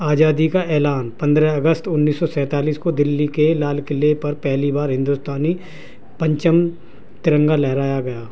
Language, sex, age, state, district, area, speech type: Urdu, male, 60+, Delhi, South Delhi, urban, spontaneous